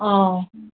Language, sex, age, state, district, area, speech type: Assamese, female, 60+, Assam, Dhemaji, rural, conversation